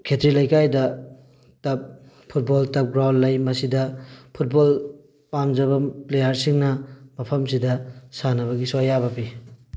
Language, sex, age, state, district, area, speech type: Manipuri, male, 18-30, Manipur, Thoubal, rural, spontaneous